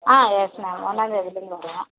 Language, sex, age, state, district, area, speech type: Tamil, female, 18-30, Tamil Nadu, Tiruvallur, urban, conversation